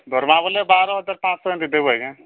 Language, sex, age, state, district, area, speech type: Odia, male, 45-60, Odisha, Nabarangpur, rural, conversation